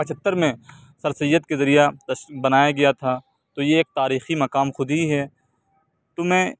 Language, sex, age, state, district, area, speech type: Urdu, male, 45-60, Uttar Pradesh, Aligarh, urban, spontaneous